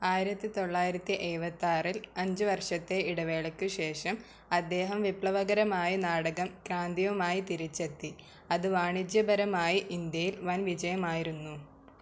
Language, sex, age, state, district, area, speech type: Malayalam, female, 18-30, Kerala, Malappuram, rural, read